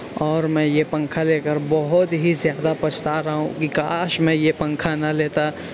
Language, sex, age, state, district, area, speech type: Urdu, male, 30-45, Uttar Pradesh, Gautam Buddha Nagar, urban, spontaneous